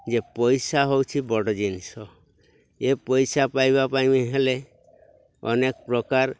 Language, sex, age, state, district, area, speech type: Odia, male, 60+, Odisha, Mayurbhanj, rural, spontaneous